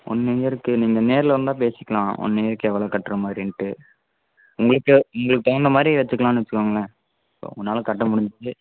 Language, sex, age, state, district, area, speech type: Tamil, male, 18-30, Tamil Nadu, Namakkal, rural, conversation